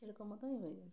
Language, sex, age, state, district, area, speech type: Bengali, female, 30-45, West Bengal, Uttar Dinajpur, urban, spontaneous